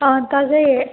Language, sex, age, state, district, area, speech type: Manipuri, female, 30-45, Manipur, Kangpokpi, urban, conversation